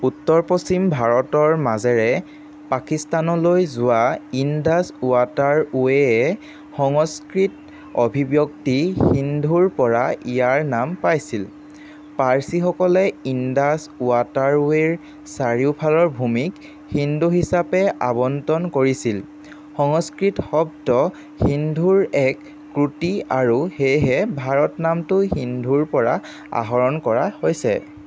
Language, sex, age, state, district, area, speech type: Assamese, male, 18-30, Assam, Jorhat, urban, read